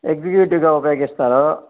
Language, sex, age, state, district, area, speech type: Telugu, male, 60+, Andhra Pradesh, Sri Balaji, urban, conversation